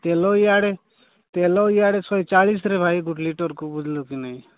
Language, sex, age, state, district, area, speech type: Odia, male, 45-60, Odisha, Nabarangpur, rural, conversation